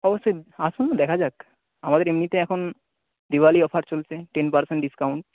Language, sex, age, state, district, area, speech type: Bengali, male, 30-45, West Bengal, Nadia, rural, conversation